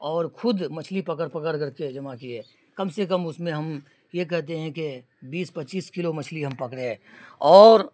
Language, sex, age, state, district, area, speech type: Urdu, male, 45-60, Bihar, Araria, rural, spontaneous